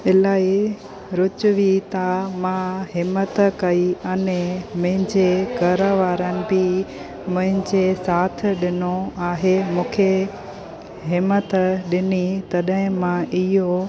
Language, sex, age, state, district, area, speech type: Sindhi, female, 30-45, Gujarat, Junagadh, rural, spontaneous